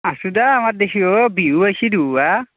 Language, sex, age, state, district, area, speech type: Assamese, male, 18-30, Assam, Nalbari, rural, conversation